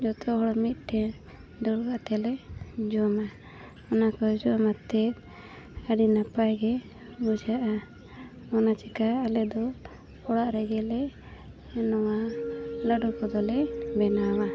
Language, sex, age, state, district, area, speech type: Santali, female, 18-30, Jharkhand, Bokaro, rural, spontaneous